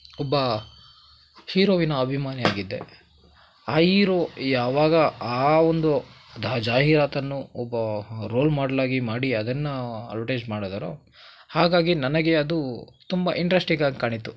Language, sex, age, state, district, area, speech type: Kannada, male, 30-45, Karnataka, Kolar, rural, spontaneous